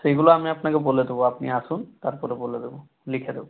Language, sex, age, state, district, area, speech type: Bengali, male, 18-30, West Bengal, Jalpaiguri, rural, conversation